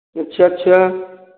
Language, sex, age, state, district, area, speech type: Hindi, male, 30-45, Uttar Pradesh, Hardoi, rural, conversation